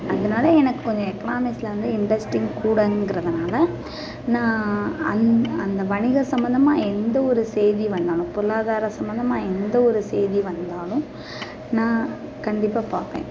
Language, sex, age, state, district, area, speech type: Tamil, female, 30-45, Tamil Nadu, Tirunelveli, urban, spontaneous